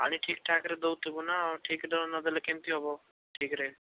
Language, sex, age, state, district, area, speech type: Odia, male, 18-30, Odisha, Bhadrak, rural, conversation